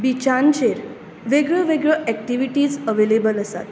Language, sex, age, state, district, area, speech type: Goan Konkani, female, 30-45, Goa, Bardez, urban, spontaneous